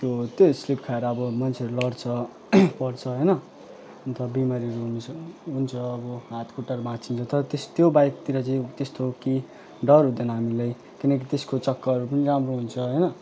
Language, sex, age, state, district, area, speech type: Nepali, male, 18-30, West Bengal, Alipurduar, urban, spontaneous